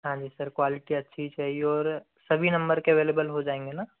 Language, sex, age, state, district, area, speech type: Hindi, male, 45-60, Madhya Pradesh, Bhopal, rural, conversation